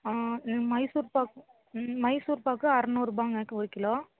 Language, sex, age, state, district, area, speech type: Tamil, female, 45-60, Tamil Nadu, Thoothukudi, urban, conversation